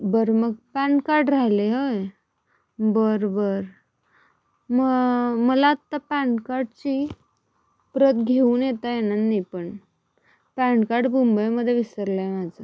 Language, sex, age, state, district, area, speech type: Marathi, female, 18-30, Maharashtra, Sangli, urban, spontaneous